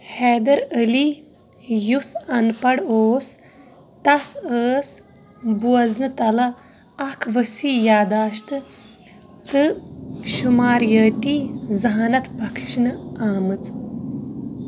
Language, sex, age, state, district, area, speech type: Kashmiri, female, 30-45, Jammu and Kashmir, Shopian, rural, read